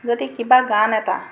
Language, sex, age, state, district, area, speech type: Assamese, female, 45-60, Assam, Jorhat, urban, spontaneous